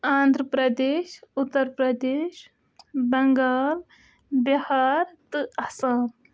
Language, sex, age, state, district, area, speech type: Kashmiri, female, 18-30, Jammu and Kashmir, Budgam, rural, spontaneous